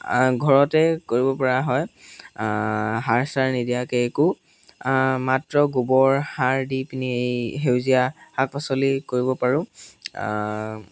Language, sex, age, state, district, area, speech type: Assamese, male, 18-30, Assam, Golaghat, rural, spontaneous